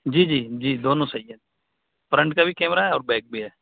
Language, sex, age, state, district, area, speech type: Urdu, male, 18-30, Uttar Pradesh, Saharanpur, urban, conversation